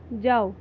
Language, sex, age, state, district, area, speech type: Hindi, female, 18-30, Madhya Pradesh, Jabalpur, urban, read